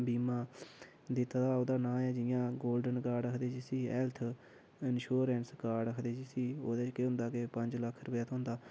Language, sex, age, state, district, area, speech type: Dogri, male, 18-30, Jammu and Kashmir, Udhampur, rural, spontaneous